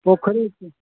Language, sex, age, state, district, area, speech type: Maithili, male, 18-30, Bihar, Muzaffarpur, rural, conversation